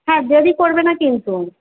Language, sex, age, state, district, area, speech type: Bengali, female, 30-45, West Bengal, Kolkata, urban, conversation